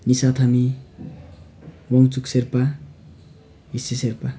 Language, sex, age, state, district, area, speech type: Nepali, male, 18-30, West Bengal, Darjeeling, rural, spontaneous